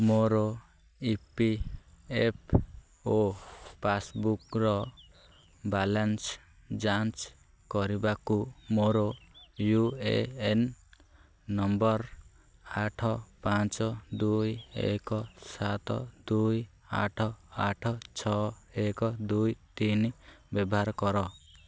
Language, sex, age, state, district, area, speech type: Odia, male, 18-30, Odisha, Ganjam, urban, read